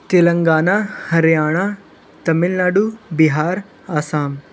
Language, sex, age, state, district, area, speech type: Hindi, male, 18-30, Uttar Pradesh, Sonbhadra, rural, spontaneous